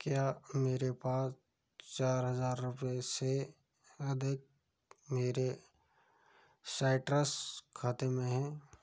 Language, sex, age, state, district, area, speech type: Hindi, male, 60+, Rajasthan, Karauli, rural, read